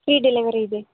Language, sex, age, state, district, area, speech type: Kannada, female, 18-30, Karnataka, Gadag, rural, conversation